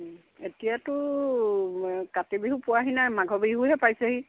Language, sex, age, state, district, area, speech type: Assamese, female, 60+, Assam, Charaideo, rural, conversation